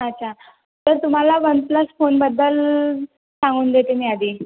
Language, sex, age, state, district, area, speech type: Marathi, female, 18-30, Maharashtra, Nagpur, urban, conversation